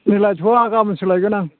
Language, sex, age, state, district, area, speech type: Bodo, male, 45-60, Assam, Chirang, rural, conversation